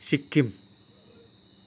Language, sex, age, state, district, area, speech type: Bodo, male, 30-45, Assam, Chirang, rural, spontaneous